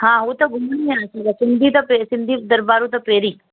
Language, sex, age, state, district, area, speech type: Sindhi, female, 30-45, Rajasthan, Ajmer, urban, conversation